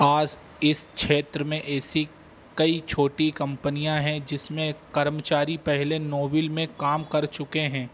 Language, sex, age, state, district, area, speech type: Hindi, male, 30-45, Madhya Pradesh, Harda, urban, read